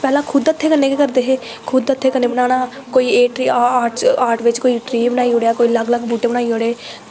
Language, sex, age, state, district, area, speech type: Dogri, female, 18-30, Jammu and Kashmir, Samba, rural, spontaneous